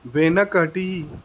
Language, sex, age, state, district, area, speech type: Telugu, male, 18-30, Telangana, Peddapalli, rural, read